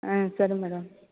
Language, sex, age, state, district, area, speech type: Tamil, female, 45-60, Tamil Nadu, Thanjavur, rural, conversation